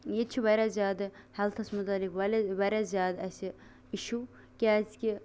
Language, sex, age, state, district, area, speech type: Kashmiri, female, 18-30, Jammu and Kashmir, Bandipora, rural, spontaneous